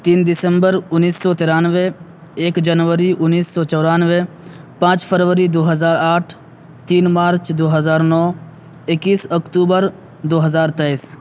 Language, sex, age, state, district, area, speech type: Urdu, male, 18-30, Uttar Pradesh, Saharanpur, urban, spontaneous